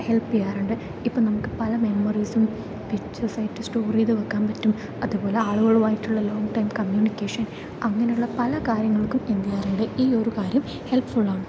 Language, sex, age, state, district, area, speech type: Malayalam, female, 18-30, Kerala, Kozhikode, rural, spontaneous